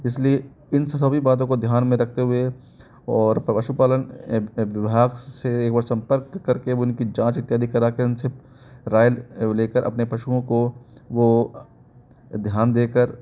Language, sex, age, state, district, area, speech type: Hindi, male, 18-30, Rajasthan, Jaipur, urban, spontaneous